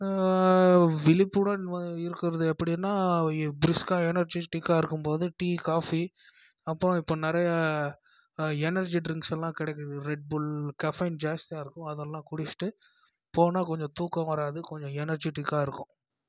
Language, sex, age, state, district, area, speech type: Tamil, male, 18-30, Tamil Nadu, Krishnagiri, rural, spontaneous